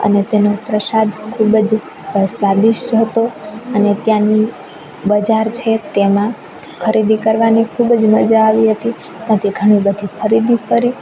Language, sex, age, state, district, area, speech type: Gujarati, female, 18-30, Gujarat, Rajkot, rural, spontaneous